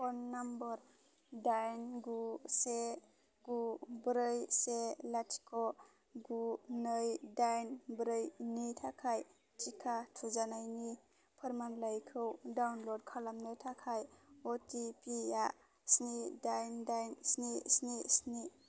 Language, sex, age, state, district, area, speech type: Bodo, female, 18-30, Assam, Baksa, rural, read